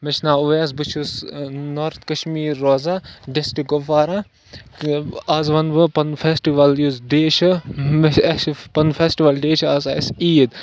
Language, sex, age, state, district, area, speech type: Kashmiri, other, 18-30, Jammu and Kashmir, Kupwara, rural, spontaneous